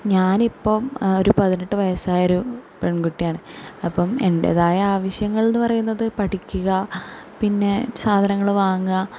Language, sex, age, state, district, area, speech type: Malayalam, female, 18-30, Kerala, Thrissur, urban, spontaneous